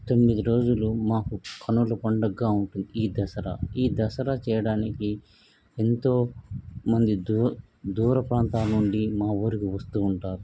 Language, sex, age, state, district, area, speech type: Telugu, male, 45-60, Andhra Pradesh, Krishna, urban, spontaneous